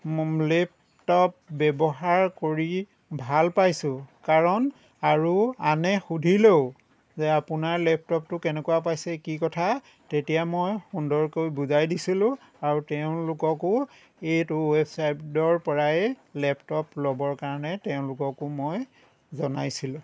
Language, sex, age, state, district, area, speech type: Assamese, male, 60+, Assam, Lakhimpur, rural, spontaneous